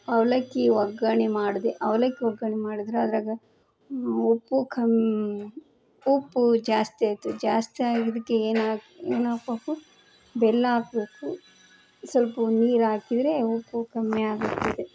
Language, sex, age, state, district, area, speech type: Kannada, female, 30-45, Karnataka, Koppal, urban, spontaneous